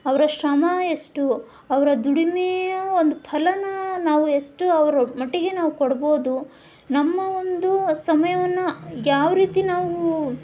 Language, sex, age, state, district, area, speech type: Kannada, female, 18-30, Karnataka, Chitradurga, urban, spontaneous